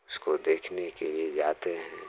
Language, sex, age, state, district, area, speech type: Hindi, male, 45-60, Uttar Pradesh, Mau, rural, spontaneous